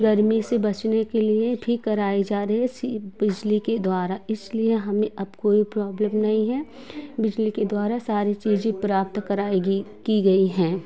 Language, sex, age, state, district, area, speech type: Hindi, female, 30-45, Uttar Pradesh, Prayagraj, rural, spontaneous